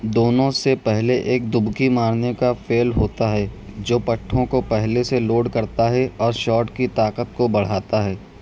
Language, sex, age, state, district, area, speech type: Urdu, male, 18-30, Maharashtra, Nashik, rural, read